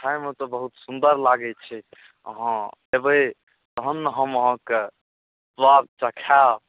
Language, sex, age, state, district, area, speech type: Maithili, male, 18-30, Bihar, Saharsa, rural, conversation